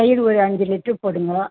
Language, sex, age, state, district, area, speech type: Tamil, female, 60+, Tamil Nadu, Vellore, rural, conversation